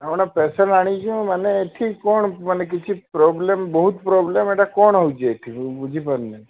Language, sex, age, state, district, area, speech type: Odia, male, 30-45, Odisha, Sambalpur, rural, conversation